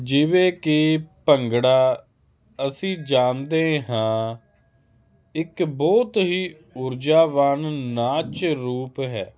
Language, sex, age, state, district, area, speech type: Punjabi, male, 30-45, Punjab, Hoshiarpur, urban, spontaneous